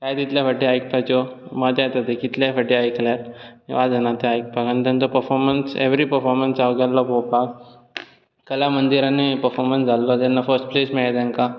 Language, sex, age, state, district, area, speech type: Goan Konkani, male, 18-30, Goa, Bardez, urban, spontaneous